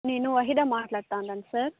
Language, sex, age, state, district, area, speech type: Telugu, female, 18-30, Andhra Pradesh, Chittoor, urban, conversation